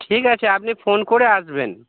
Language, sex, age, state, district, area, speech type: Bengali, male, 30-45, West Bengal, Howrah, urban, conversation